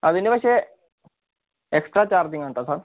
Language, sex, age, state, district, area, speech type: Malayalam, male, 18-30, Kerala, Wayanad, rural, conversation